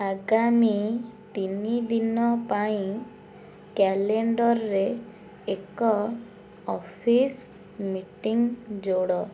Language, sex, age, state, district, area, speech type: Odia, female, 18-30, Odisha, Cuttack, urban, read